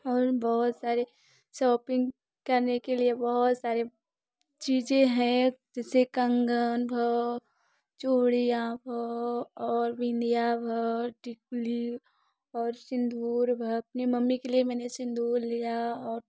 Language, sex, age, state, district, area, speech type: Hindi, female, 18-30, Uttar Pradesh, Prayagraj, rural, spontaneous